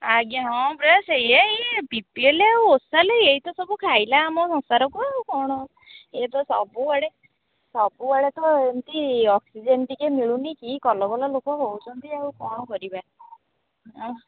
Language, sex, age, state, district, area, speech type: Odia, female, 30-45, Odisha, Jagatsinghpur, rural, conversation